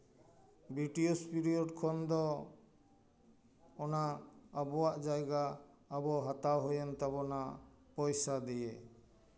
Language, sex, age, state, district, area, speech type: Santali, male, 60+, West Bengal, Paschim Bardhaman, urban, spontaneous